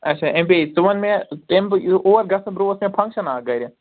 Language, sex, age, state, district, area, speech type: Kashmiri, male, 45-60, Jammu and Kashmir, Srinagar, urban, conversation